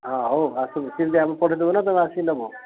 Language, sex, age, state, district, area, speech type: Odia, male, 60+, Odisha, Gajapati, rural, conversation